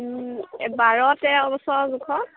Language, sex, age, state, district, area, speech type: Assamese, female, 30-45, Assam, Sivasagar, rural, conversation